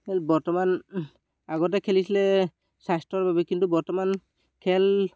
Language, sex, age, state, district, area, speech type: Assamese, male, 18-30, Assam, Dibrugarh, urban, spontaneous